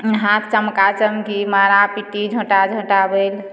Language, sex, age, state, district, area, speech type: Maithili, female, 45-60, Bihar, Madhubani, rural, spontaneous